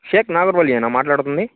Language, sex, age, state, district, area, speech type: Telugu, male, 18-30, Andhra Pradesh, Bapatla, urban, conversation